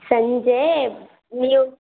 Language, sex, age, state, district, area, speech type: Kannada, female, 18-30, Karnataka, Hassan, urban, conversation